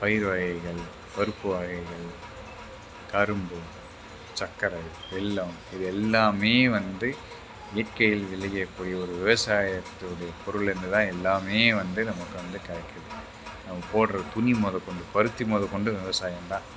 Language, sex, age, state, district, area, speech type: Tamil, male, 60+, Tamil Nadu, Tiruvarur, rural, spontaneous